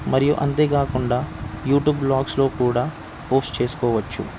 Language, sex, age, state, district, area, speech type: Telugu, male, 18-30, Telangana, Ranga Reddy, urban, spontaneous